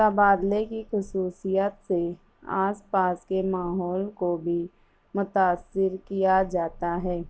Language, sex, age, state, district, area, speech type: Urdu, female, 18-30, Maharashtra, Nashik, urban, spontaneous